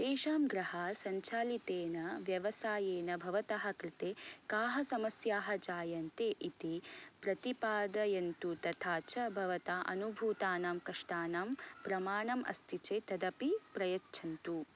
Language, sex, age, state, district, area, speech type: Sanskrit, female, 18-30, Karnataka, Belgaum, urban, read